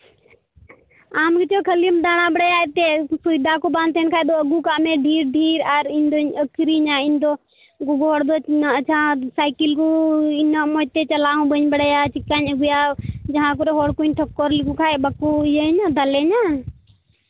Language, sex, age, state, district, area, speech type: Santali, male, 30-45, Jharkhand, Pakur, rural, conversation